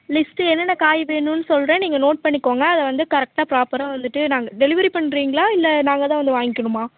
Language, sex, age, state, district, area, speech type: Tamil, female, 18-30, Tamil Nadu, Namakkal, urban, conversation